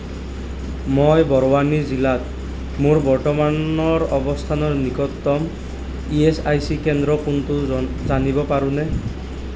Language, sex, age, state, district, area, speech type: Assamese, male, 18-30, Assam, Nalbari, rural, read